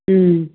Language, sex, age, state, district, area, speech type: Tamil, female, 60+, Tamil Nadu, Sivaganga, rural, conversation